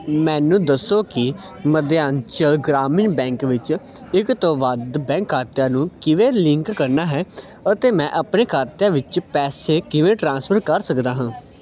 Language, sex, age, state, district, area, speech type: Punjabi, male, 18-30, Punjab, Ludhiana, urban, read